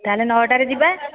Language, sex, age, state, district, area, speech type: Odia, female, 30-45, Odisha, Dhenkanal, rural, conversation